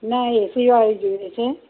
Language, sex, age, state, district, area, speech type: Gujarati, female, 60+, Gujarat, Kheda, rural, conversation